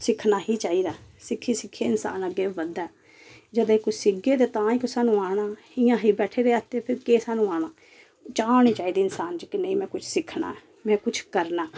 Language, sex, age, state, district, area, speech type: Dogri, female, 30-45, Jammu and Kashmir, Samba, rural, spontaneous